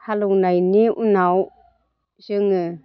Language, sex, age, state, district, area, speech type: Bodo, female, 45-60, Assam, Chirang, rural, spontaneous